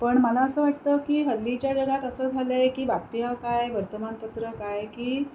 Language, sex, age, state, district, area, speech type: Marathi, female, 45-60, Maharashtra, Pune, urban, spontaneous